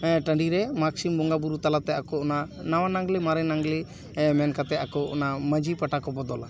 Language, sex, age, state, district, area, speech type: Santali, male, 45-60, West Bengal, Paschim Bardhaman, urban, spontaneous